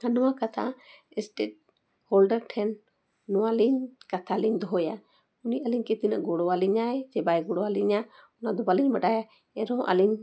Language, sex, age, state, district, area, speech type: Santali, female, 45-60, Jharkhand, Bokaro, rural, spontaneous